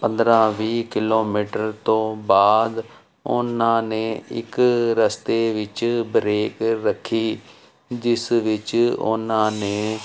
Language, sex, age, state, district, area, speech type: Punjabi, male, 45-60, Punjab, Jalandhar, urban, spontaneous